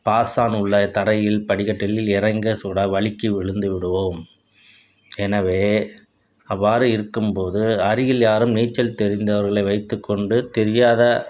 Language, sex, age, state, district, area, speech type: Tamil, male, 60+, Tamil Nadu, Tiruchirappalli, rural, spontaneous